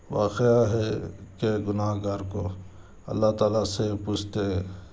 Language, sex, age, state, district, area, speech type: Urdu, male, 45-60, Telangana, Hyderabad, urban, spontaneous